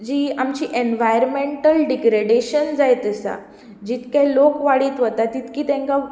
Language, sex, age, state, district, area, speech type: Goan Konkani, female, 18-30, Goa, Tiswadi, rural, spontaneous